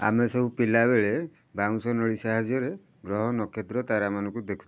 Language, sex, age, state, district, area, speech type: Odia, male, 30-45, Odisha, Kendujhar, urban, spontaneous